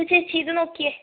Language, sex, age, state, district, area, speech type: Malayalam, female, 18-30, Kerala, Kannur, rural, conversation